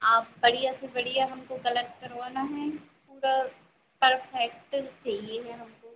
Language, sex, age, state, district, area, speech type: Hindi, female, 18-30, Madhya Pradesh, Narsinghpur, urban, conversation